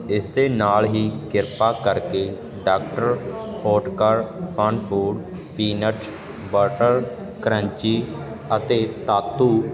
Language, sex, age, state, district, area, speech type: Punjabi, male, 18-30, Punjab, Ludhiana, rural, read